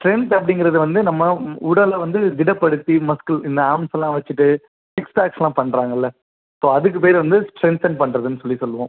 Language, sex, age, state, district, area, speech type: Tamil, male, 18-30, Tamil Nadu, Pudukkottai, rural, conversation